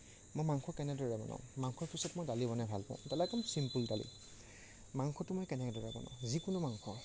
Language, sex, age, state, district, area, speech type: Assamese, male, 45-60, Assam, Morigaon, rural, spontaneous